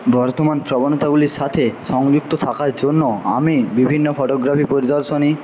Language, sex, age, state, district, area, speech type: Bengali, male, 45-60, West Bengal, Paschim Medinipur, rural, spontaneous